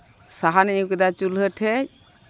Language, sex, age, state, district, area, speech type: Santali, female, 45-60, West Bengal, Malda, rural, spontaneous